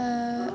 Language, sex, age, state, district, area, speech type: Bengali, female, 18-30, West Bengal, Malda, urban, spontaneous